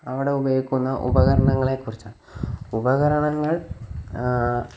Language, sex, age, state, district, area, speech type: Malayalam, male, 18-30, Kerala, Kollam, rural, spontaneous